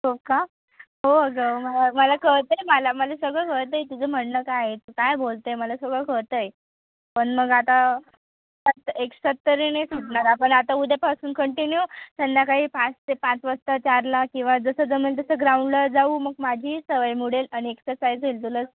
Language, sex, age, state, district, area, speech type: Marathi, female, 18-30, Maharashtra, Nashik, urban, conversation